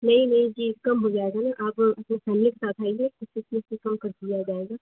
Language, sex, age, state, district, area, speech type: Hindi, female, 18-30, Uttar Pradesh, Chandauli, urban, conversation